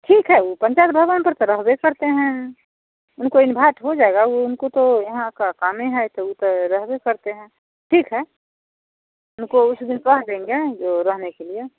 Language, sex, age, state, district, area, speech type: Hindi, female, 45-60, Bihar, Samastipur, rural, conversation